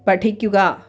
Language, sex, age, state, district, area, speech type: Malayalam, female, 30-45, Kerala, Thiruvananthapuram, rural, read